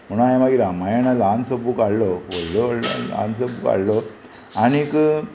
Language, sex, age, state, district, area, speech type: Goan Konkani, male, 60+, Goa, Murmgao, rural, spontaneous